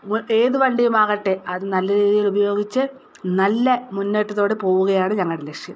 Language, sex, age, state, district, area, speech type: Malayalam, female, 30-45, Kerala, Wayanad, rural, spontaneous